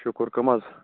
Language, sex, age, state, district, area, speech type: Kashmiri, female, 18-30, Jammu and Kashmir, Kulgam, rural, conversation